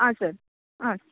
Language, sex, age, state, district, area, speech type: Goan Konkani, female, 18-30, Goa, Tiswadi, rural, conversation